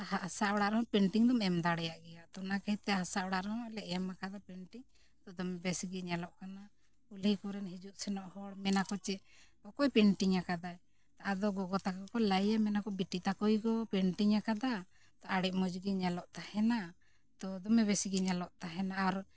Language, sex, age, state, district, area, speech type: Santali, female, 45-60, Jharkhand, Bokaro, rural, spontaneous